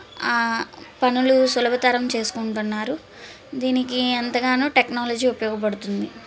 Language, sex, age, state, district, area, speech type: Telugu, female, 18-30, Andhra Pradesh, Palnadu, urban, spontaneous